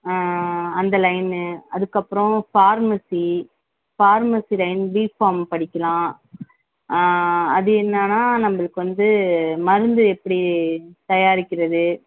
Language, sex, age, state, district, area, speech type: Tamil, female, 30-45, Tamil Nadu, Chengalpattu, urban, conversation